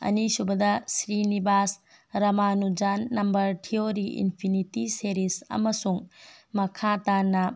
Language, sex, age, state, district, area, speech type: Manipuri, female, 18-30, Manipur, Tengnoupal, rural, spontaneous